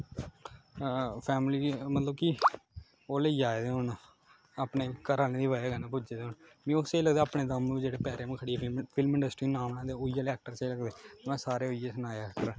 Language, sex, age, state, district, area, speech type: Dogri, male, 18-30, Jammu and Kashmir, Kathua, rural, spontaneous